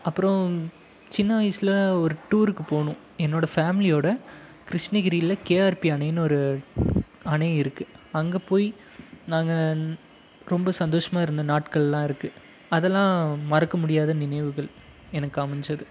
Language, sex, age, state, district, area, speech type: Tamil, male, 18-30, Tamil Nadu, Krishnagiri, rural, spontaneous